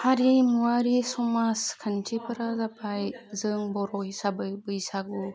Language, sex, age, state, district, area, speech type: Bodo, female, 30-45, Assam, Udalguri, urban, spontaneous